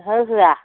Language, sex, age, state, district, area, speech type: Bodo, female, 45-60, Assam, Udalguri, rural, conversation